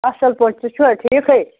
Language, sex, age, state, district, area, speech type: Kashmiri, female, 60+, Jammu and Kashmir, Anantnag, rural, conversation